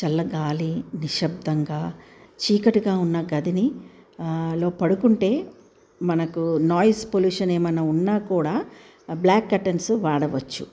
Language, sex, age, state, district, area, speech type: Telugu, female, 60+, Telangana, Medchal, urban, spontaneous